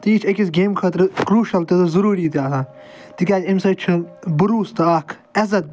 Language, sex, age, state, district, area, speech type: Kashmiri, male, 30-45, Jammu and Kashmir, Ganderbal, rural, spontaneous